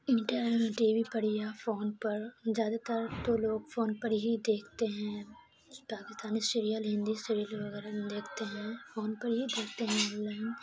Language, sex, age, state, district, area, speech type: Urdu, female, 18-30, Bihar, Khagaria, rural, spontaneous